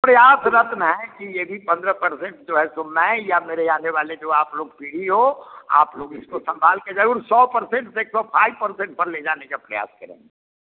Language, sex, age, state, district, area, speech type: Hindi, male, 60+, Bihar, Vaishali, rural, conversation